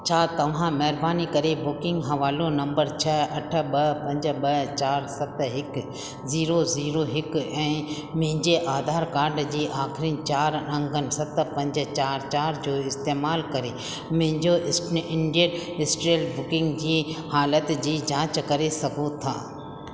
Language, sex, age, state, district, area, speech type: Sindhi, female, 45-60, Rajasthan, Ajmer, urban, read